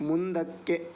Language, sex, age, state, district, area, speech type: Kannada, male, 18-30, Karnataka, Bidar, urban, read